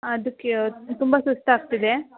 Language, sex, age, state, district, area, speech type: Kannada, female, 30-45, Karnataka, Hassan, rural, conversation